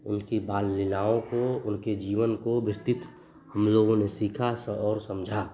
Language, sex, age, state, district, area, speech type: Hindi, male, 30-45, Uttar Pradesh, Chandauli, rural, spontaneous